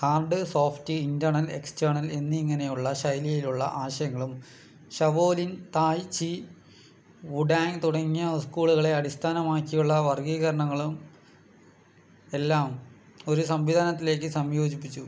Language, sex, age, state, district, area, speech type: Malayalam, male, 18-30, Kerala, Palakkad, rural, read